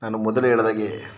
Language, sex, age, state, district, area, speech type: Kannada, male, 30-45, Karnataka, Mysore, urban, spontaneous